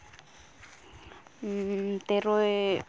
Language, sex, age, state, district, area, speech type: Santali, female, 18-30, West Bengal, Purulia, rural, spontaneous